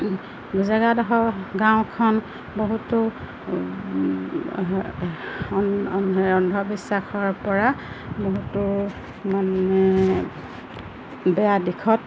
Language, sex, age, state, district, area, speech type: Assamese, female, 45-60, Assam, Golaghat, urban, spontaneous